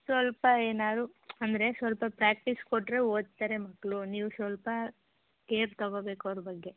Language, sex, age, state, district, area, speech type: Kannada, female, 18-30, Karnataka, Chamarajanagar, urban, conversation